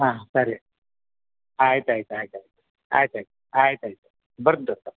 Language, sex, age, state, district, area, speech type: Kannada, male, 45-60, Karnataka, Dharwad, urban, conversation